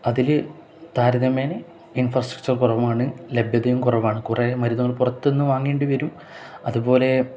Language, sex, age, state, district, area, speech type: Malayalam, male, 18-30, Kerala, Kozhikode, rural, spontaneous